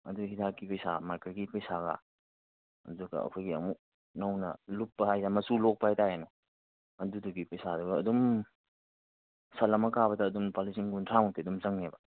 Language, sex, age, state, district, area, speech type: Manipuri, male, 30-45, Manipur, Kangpokpi, urban, conversation